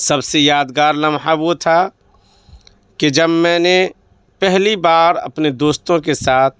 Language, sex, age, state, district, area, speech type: Urdu, male, 30-45, Bihar, Madhubani, rural, spontaneous